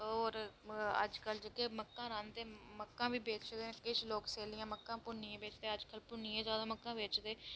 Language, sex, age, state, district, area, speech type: Dogri, female, 18-30, Jammu and Kashmir, Reasi, rural, spontaneous